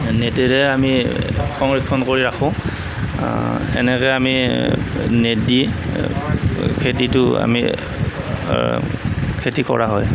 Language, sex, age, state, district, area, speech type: Assamese, male, 45-60, Assam, Darrang, rural, spontaneous